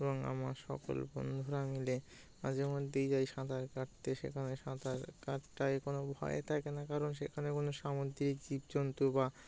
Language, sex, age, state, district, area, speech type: Bengali, male, 18-30, West Bengal, Birbhum, urban, spontaneous